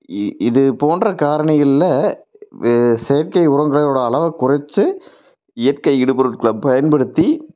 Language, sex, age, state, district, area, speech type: Tamil, male, 30-45, Tamil Nadu, Tiruppur, rural, spontaneous